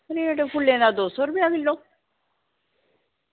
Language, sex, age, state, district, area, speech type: Dogri, female, 45-60, Jammu and Kashmir, Samba, urban, conversation